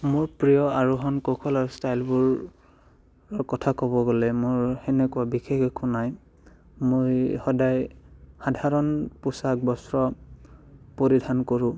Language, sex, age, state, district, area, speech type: Assamese, male, 18-30, Assam, Barpeta, rural, spontaneous